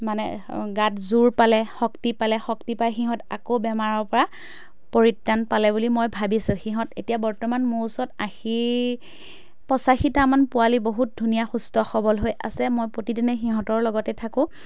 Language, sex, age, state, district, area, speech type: Assamese, female, 30-45, Assam, Majuli, urban, spontaneous